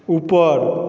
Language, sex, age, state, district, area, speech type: Maithili, male, 45-60, Bihar, Supaul, rural, read